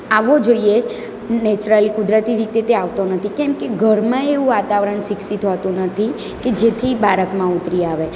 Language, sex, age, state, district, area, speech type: Gujarati, female, 30-45, Gujarat, Surat, rural, spontaneous